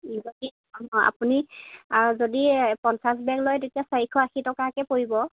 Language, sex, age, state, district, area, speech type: Assamese, female, 30-45, Assam, Golaghat, rural, conversation